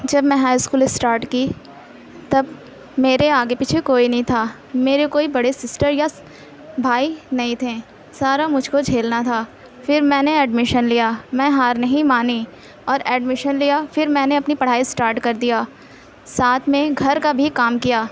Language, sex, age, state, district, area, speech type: Urdu, male, 18-30, Uttar Pradesh, Mau, urban, spontaneous